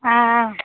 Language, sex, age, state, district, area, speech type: Telugu, female, 18-30, Andhra Pradesh, Chittoor, rural, conversation